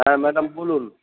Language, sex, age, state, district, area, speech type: Bengali, male, 60+, West Bengal, Nadia, rural, conversation